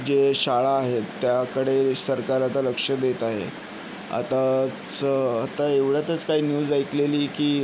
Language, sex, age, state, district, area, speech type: Marathi, male, 30-45, Maharashtra, Yavatmal, urban, spontaneous